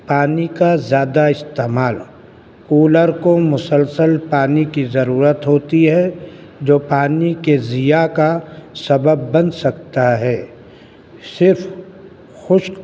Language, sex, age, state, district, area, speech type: Urdu, male, 60+, Delhi, Central Delhi, urban, spontaneous